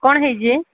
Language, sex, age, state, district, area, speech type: Odia, female, 45-60, Odisha, Angul, rural, conversation